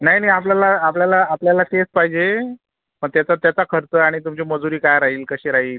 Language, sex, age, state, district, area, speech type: Marathi, male, 45-60, Maharashtra, Akola, rural, conversation